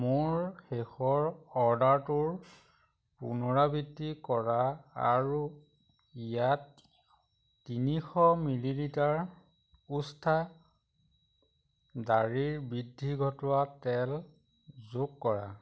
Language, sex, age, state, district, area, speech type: Assamese, male, 45-60, Assam, Majuli, rural, read